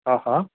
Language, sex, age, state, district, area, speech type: Sindhi, male, 30-45, Rajasthan, Ajmer, urban, conversation